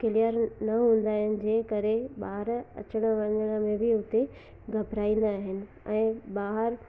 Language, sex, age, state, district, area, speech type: Sindhi, female, 18-30, Gujarat, Surat, urban, spontaneous